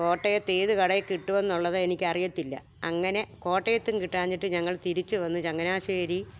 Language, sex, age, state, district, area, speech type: Malayalam, female, 60+, Kerala, Alappuzha, rural, spontaneous